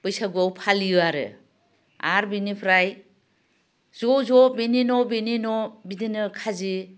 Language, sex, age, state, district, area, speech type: Bodo, female, 60+, Assam, Udalguri, urban, spontaneous